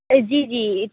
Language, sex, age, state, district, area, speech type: Urdu, female, 30-45, Uttar Pradesh, Aligarh, urban, conversation